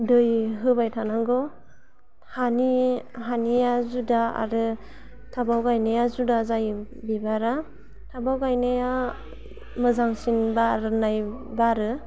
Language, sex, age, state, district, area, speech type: Bodo, female, 18-30, Assam, Udalguri, urban, spontaneous